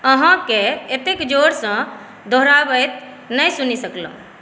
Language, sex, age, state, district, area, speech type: Maithili, female, 45-60, Bihar, Saharsa, urban, read